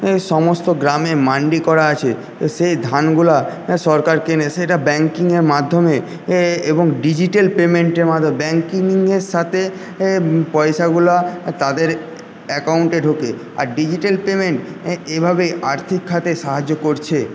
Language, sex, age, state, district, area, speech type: Bengali, male, 45-60, West Bengal, Paschim Medinipur, rural, spontaneous